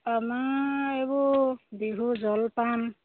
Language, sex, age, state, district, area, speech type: Assamese, female, 30-45, Assam, Sivasagar, rural, conversation